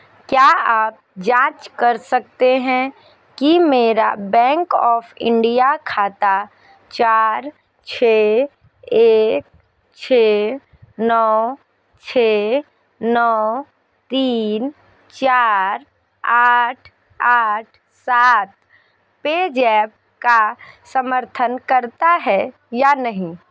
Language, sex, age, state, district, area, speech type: Hindi, female, 30-45, Uttar Pradesh, Sonbhadra, rural, read